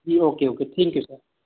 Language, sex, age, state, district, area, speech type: Hindi, male, 18-30, Madhya Pradesh, Betul, rural, conversation